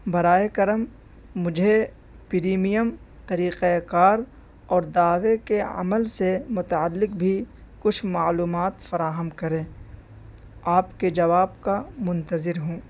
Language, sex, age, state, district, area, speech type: Urdu, male, 18-30, Delhi, North East Delhi, rural, spontaneous